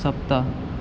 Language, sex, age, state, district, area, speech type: Sanskrit, male, 18-30, Assam, Biswanath, rural, read